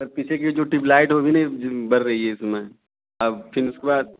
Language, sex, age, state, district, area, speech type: Hindi, male, 18-30, Uttar Pradesh, Azamgarh, rural, conversation